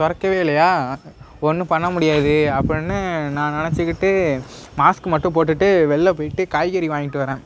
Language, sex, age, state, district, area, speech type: Tamil, male, 18-30, Tamil Nadu, Nagapattinam, rural, spontaneous